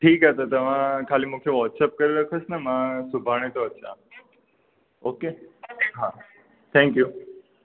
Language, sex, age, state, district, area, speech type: Sindhi, male, 18-30, Gujarat, Surat, urban, conversation